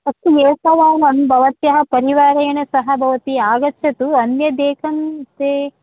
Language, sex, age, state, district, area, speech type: Sanskrit, female, 30-45, Karnataka, Bangalore Urban, urban, conversation